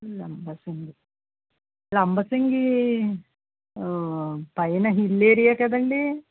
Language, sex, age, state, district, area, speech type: Telugu, female, 60+, Andhra Pradesh, Konaseema, rural, conversation